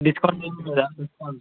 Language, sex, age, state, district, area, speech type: Telugu, male, 18-30, Telangana, Hyderabad, urban, conversation